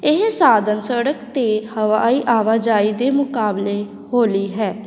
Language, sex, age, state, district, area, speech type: Punjabi, female, 18-30, Punjab, Patiala, urban, spontaneous